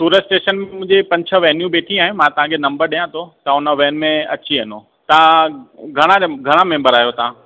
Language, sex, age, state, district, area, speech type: Sindhi, male, 30-45, Gujarat, Surat, urban, conversation